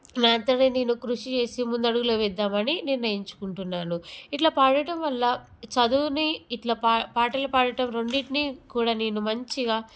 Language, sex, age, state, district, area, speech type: Telugu, female, 18-30, Telangana, Peddapalli, rural, spontaneous